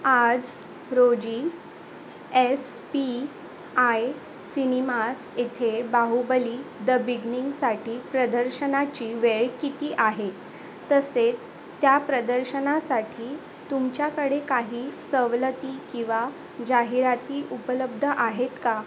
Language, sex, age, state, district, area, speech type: Marathi, female, 18-30, Maharashtra, Thane, urban, read